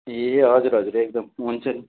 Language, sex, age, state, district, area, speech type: Nepali, male, 45-60, West Bengal, Darjeeling, rural, conversation